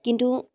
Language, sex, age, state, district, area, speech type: Assamese, female, 18-30, Assam, Dibrugarh, rural, spontaneous